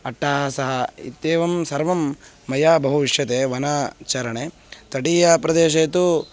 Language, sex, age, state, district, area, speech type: Sanskrit, male, 18-30, Karnataka, Bangalore Rural, urban, spontaneous